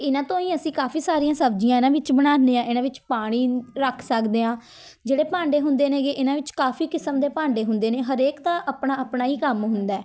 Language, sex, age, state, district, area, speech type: Punjabi, female, 18-30, Punjab, Patiala, urban, spontaneous